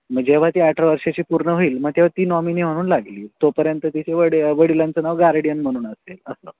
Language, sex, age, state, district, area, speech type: Marathi, male, 30-45, Maharashtra, Ratnagiri, urban, conversation